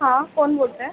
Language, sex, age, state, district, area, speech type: Marathi, female, 30-45, Maharashtra, Amravati, rural, conversation